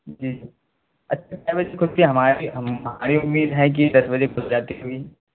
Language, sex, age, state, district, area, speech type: Urdu, male, 18-30, Bihar, Saharsa, rural, conversation